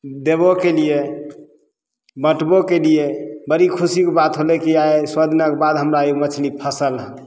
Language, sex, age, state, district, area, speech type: Maithili, male, 45-60, Bihar, Begusarai, rural, spontaneous